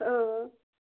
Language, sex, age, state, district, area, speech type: Kashmiri, female, 30-45, Jammu and Kashmir, Ganderbal, rural, conversation